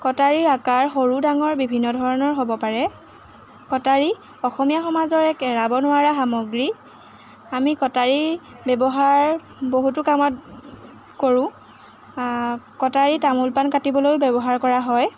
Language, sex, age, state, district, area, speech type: Assamese, female, 18-30, Assam, Jorhat, urban, spontaneous